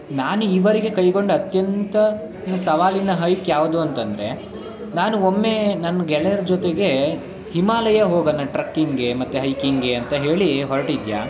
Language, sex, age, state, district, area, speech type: Kannada, male, 18-30, Karnataka, Shimoga, rural, spontaneous